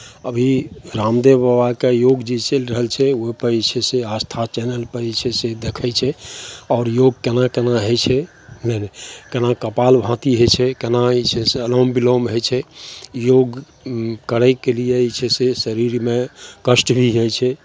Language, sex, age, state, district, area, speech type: Maithili, male, 60+, Bihar, Madhepura, rural, spontaneous